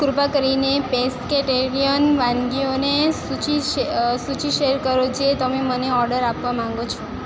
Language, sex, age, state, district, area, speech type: Gujarati, female, 18-30, Gujarat, Valsad, rural, read